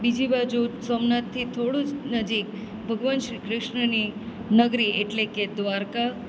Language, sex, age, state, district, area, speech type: Gujarati, female, 30-45, Gujarat, Valsad, rural, spontaneous